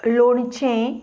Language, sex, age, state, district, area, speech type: Goan Konkani, female, 45-60, Goa, Salcete, urban, spontaneous